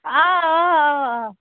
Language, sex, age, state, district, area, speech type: Kashmiri, female, 30-45, Jammu and Kashmir, Baramulla, rural, conversation